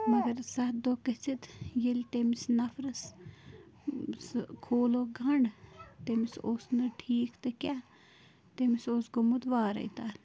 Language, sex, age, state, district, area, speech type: Kashmiri, female, 18-30, Jammu and Kashmir, Bandipora, rural, spontaneous